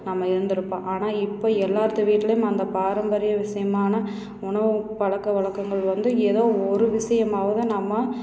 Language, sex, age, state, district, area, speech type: Tamil, female, 30-45, Tamil Nadu, Tiruppur, rural, spontaneous